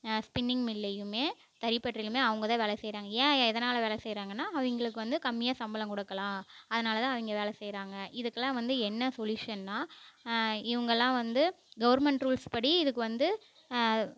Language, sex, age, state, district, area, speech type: Tamil, female, 18-30, Tamil Nadu, Namakkal, rural, spontaneous